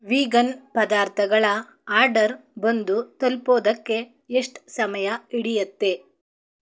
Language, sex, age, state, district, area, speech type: Kannada, female, 18-30, Karnataka, Davanagere, rural, read